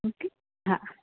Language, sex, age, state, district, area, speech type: Gujarati, female, 30-45, Gujarat, Anand, urban, conversation